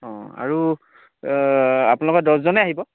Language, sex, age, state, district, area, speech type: Assamese, male, 30-45, Assam, Sivasagar, rural, conversation